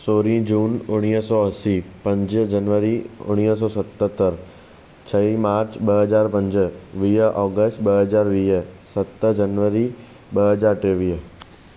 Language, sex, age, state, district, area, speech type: Sindhi, male, 18-30, Maharashtra, Thane, urban, spontaneous